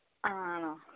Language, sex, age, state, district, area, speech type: Malayalam, female, 18-30, Kerala, Wayanad, rural, conversation